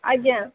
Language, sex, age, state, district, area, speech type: Odia, female, 18-30, Odisha, Jajpur, rural, conversation